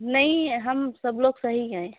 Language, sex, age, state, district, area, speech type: Urdu, female, 30-45, Uttar Pradesh, Shahjahanpur, urban, conversation